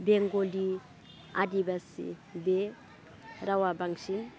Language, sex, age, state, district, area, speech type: Bodo, female, 30-45, Assam, Udalguri, urban, spontaneous